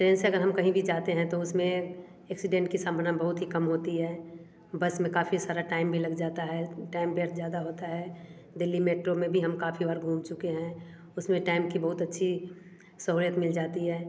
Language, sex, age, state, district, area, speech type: Hindi, female, 30-45, Bihar, Samastipur, urban, spontaneous